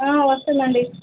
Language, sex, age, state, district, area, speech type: Telugu, female, 30-45, Telangana, Nizamabad, urban, conversation